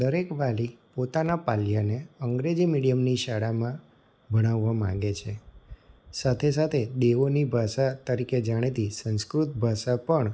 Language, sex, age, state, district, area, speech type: Gujarati, male, 30-45, Gujarat, Anand, urban, spontaneous